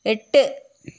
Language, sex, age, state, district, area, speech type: Malayalam, female, 45-60, Kerala, Wayanad, rural, read